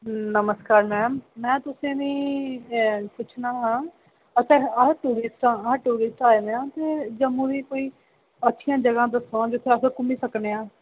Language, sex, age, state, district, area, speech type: Dogri, female, 18-30, Jammu and Kashmir, Kathua, rural, conversation